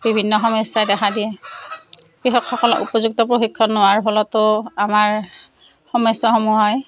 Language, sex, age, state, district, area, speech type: Assamese, female, 45-60, Assam, Darrang, rural, spontaneous